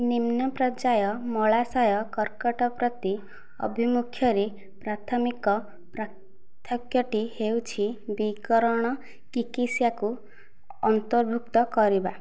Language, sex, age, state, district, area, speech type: Odia, female, 45-60, Odisha, Nayagarh, rural, read